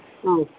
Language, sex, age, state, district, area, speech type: Kannada, male, 45-60, Karnataka, Dakshina Kannada, rural, conversation